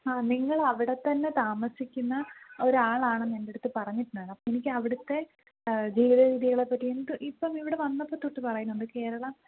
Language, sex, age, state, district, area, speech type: Malayalam, female, 18-30, Kerala, Pathanamthitta, rural, conversation